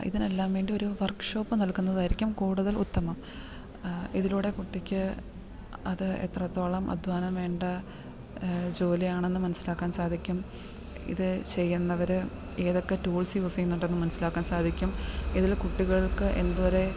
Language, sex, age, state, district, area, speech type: Malayalam, female, 30-45, Kerala, Idukki, rural, spontaneous